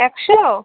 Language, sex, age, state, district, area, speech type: Bengali, female, 30-45, West Bengal, Alipurduar, rural, conversation